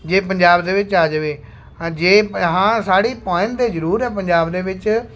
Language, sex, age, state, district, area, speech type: Punjabi, male, 45-60, Punjab, Shaheed Bhagat Singh Nagar, rural, spontaneous